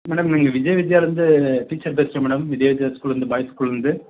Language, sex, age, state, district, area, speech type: Tamil, male, 30-45, Tamil Nadu, Dharmapuri, rural, conversation